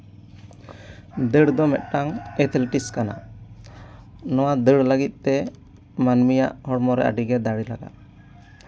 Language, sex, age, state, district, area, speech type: Santali, male, 18-30, West Bengal, Bankura, rural, spontaneous